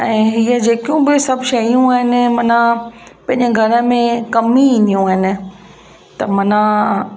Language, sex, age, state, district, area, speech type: Sindhi, female, 45-60, Gujarat, Kutch, rural, spontaneous